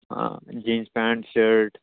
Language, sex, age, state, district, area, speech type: Marathi, male, 18-30, Maharashtra, Beed, rural, conversation